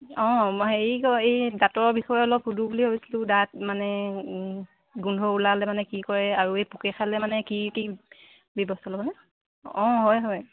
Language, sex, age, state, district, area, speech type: Assamese, female, 45-60, Assam, Dibrugarh, rural, conversation